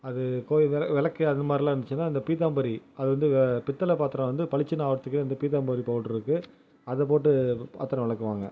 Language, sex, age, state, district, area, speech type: Tamil, male, 18-30, Tamil Nadu, Ariyalur, rural, spontaneous